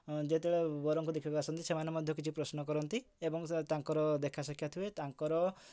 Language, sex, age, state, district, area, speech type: Odia, male, 30-45, Odisha, Mayurbhanj, rural, spontaneous